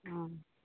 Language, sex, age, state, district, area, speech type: Santali, female, 45-60, West Bengal, Bankura, rural, conversation